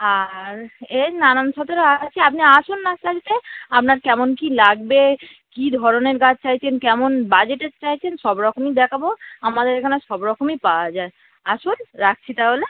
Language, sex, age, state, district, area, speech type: Bengali, female, 45-60, West Bengal, North 24 Parganas, urban, conversation